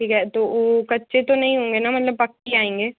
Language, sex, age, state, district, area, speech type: Hindi, female, 18-30, Madhya Pradesh, Bhopal, urban, conversation